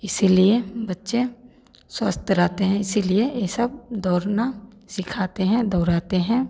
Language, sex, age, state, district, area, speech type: Hindi, female, 18-30, Bihar, Samastipur, urban, spontaneous